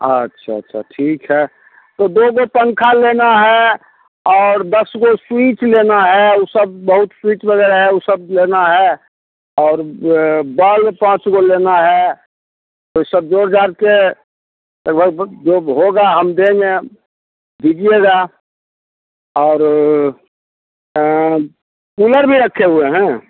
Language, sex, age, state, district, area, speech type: Hindi, male, 60+, Bihar, Begusarai, rural, conversation